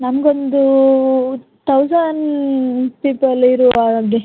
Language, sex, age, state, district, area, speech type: Kannada, female, 18-30, Karnataka, Udupi, rural, conversation